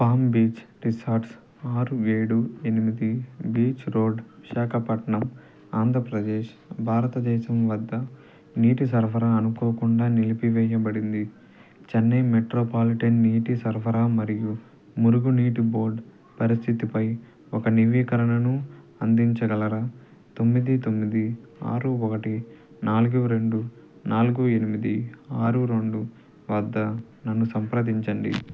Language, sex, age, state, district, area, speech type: Telugu, male, 30-45, Andhra Pradesh, Nellore, urban, read